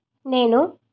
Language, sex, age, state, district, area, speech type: Telugu, female, 45-60, Telangana, Medchal, rural, spontaneous